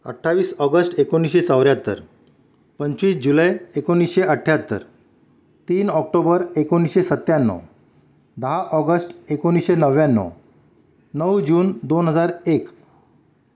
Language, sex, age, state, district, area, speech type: Marathi, male, 45-60, Maharashtra, Mumbai City, urban, spontaneous